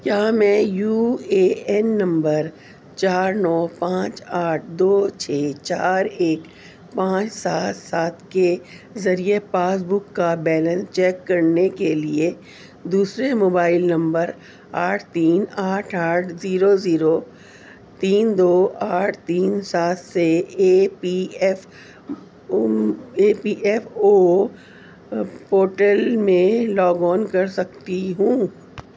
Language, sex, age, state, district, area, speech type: Urdu, female, 30-45, Delhi, Central Delhi, urban, read